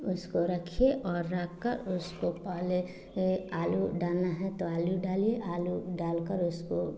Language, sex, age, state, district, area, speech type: Hindi, female, 30-45, Bihar, Samastipur, rural, spontaneous